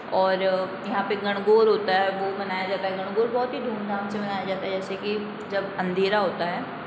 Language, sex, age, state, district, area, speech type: Hindi, female, 18-30, Rajasthan, Jodhpur, urban, spontaneous